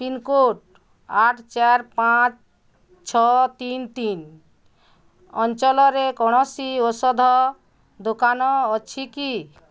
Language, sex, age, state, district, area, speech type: Odia, female, 45-60, Odisha, Bargarh, urban, read